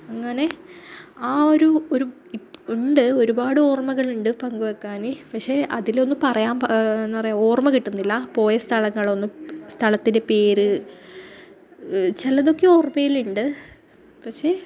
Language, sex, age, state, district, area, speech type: Malayalam, female, 30-45, Kerala, Kasaragod, rural, spontaneous